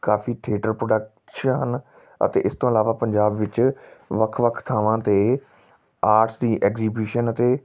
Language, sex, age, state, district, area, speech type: Punjabi, male, 30-45, Punjab, Tarn Taran, urban, spontaneous